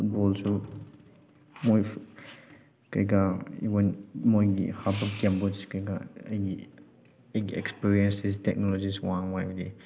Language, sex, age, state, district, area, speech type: Manipuri, male, 18-30, Manipur, Chandel, rural, spontaneous